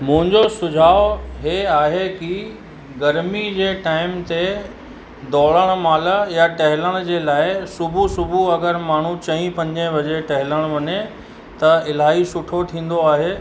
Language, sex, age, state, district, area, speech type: Sindhi, male, 45-60, Uttar Pradesh, Lucknow, rural, spontaneous